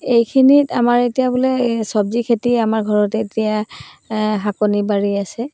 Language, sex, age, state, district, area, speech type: Assamese, female, 30-45, Assam, Charaideo, rural, spontaneous